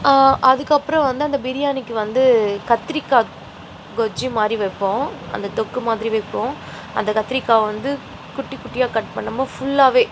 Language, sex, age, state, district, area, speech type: Tamil, female, 30-45, Tamil Nadu, Nagapattinam, rural, spontaneous